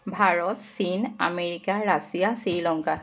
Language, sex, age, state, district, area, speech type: Assamese, female, 45-60, Assam, Charaideo, urban, spontaneous